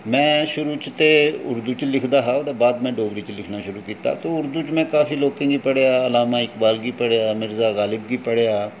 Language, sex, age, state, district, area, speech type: Dogri, male, 45-60, Jammu and Kashmir, Jammu, urban, spontaneous